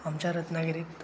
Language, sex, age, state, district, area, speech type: Marathi, male, 18-30, Maharashtra, Ratnagiri, urban, spontaneous